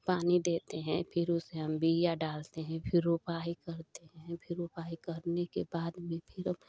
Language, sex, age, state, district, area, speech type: Hindi, female, 30-45, Uttar Pradesh, Ghazipur, rural, spontaneous